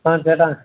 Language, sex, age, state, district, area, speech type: Malayalam, male, 30-45, Kerala, Palakkad, rural, conversation